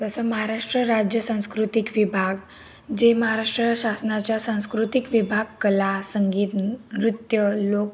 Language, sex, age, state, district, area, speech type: Marathi, female, 18-30, Maharashtra, Nashik, urban, spontaneous